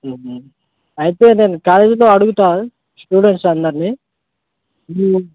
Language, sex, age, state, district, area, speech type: Telugu, male, 18-30, Telangana, Khammam, urban, conversation